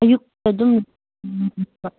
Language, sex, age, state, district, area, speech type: Manipuri, female, 18-30, Manipur, Kangpokpi, rural, conversation